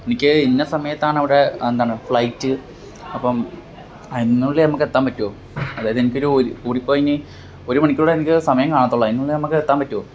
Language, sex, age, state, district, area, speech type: Malayalam, male, 18-30, Kerala, Kollam, rural, spontaneous